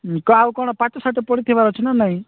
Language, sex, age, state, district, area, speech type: Odia, male, 45-60, Odisha, Nabarangpur, rural, conversation